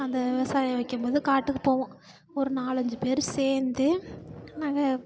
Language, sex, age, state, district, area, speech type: Tamil, female, 45-60, Tamil Nadu, Perambalur, rural, spontaneous